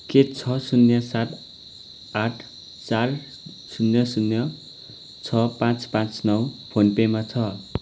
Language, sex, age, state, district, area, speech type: Nepali, male, 18-30, West Bengal, Kalimpong, rural, read